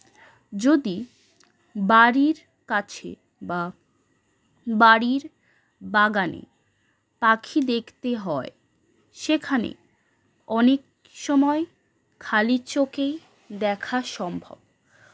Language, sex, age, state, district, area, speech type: Bengali, female, 18-30, West Bengal, Howrah, urban, spontaneous